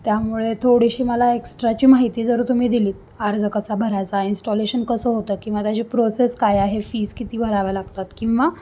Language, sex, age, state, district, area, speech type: Marathi, female, 18-30, Maharashtra, Sangli, urban, spontaneous